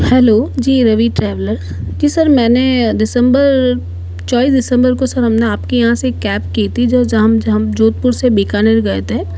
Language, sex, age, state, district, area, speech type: Hindi, female, 30-45, Rajasthan, Jodhpur, urban, spontaneous